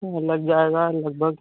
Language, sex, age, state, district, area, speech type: Hindi, male, 18-30, Uttar Pradesh, Bhadohi, urban, conversation